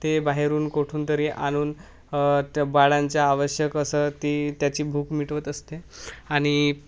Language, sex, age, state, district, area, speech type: Marathi, male, 18-30, Maharashtra, Gadchiroli, rural, spontaneous